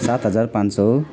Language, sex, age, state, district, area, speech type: Nepali, male, 30-45, West Bengal, Alipurduar, urban, spontaneous